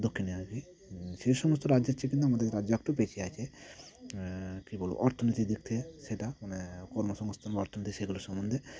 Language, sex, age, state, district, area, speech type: Bengali, male, 30-45, West Bengal, Cooch Behar, urban, spontaneous